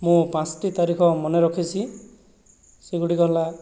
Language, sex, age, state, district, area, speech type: Odia, male, 45-60, Odisha, Boudh, rural, spontaneous